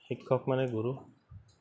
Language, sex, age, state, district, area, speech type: Assamese, male, 30-45, Assam, Goalpara, urban, spontaneous